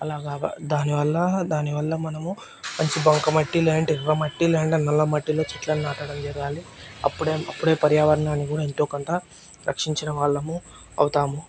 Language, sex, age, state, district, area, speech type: Telugu, male, 18-30, Telangana, Nirmal, urban, spontaneous